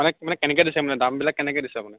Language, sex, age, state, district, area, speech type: Assamese, male, 30-45, Assam, Nagaon, rural, conversation